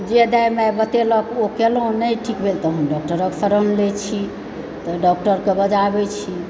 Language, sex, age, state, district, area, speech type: Maithili, female, 60+, Bihar, Supaul, rural, spontaneous